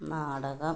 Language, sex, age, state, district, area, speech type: Malayalam, female, 60+, Kerala, Kannur, rural, read